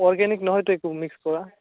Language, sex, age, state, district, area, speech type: Assamese, male, 18-30, Assam, Barpeta, rural, conversation